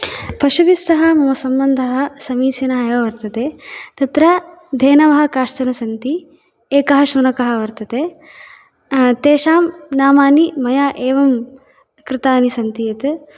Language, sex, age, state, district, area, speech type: Sanskrit, female, 18-30, Tamil Nadu, Coimbatore, urban, spontaneous